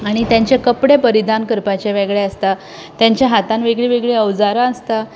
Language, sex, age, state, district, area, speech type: Goan Konkani, female, 30-45, Goa, Tiswadi, rural, spontaneous